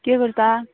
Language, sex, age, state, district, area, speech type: Goan Konkani, female, 18-30, Goa, Ponda, rural, conversation